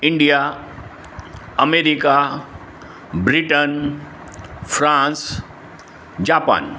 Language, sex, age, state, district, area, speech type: Gujarati, male, 60+, Gujarat, Aravalli, urban, spontaneous